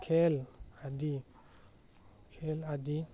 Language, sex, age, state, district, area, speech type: Assamese, male, 18-30, Assam, Morigaon, rural, spontaneous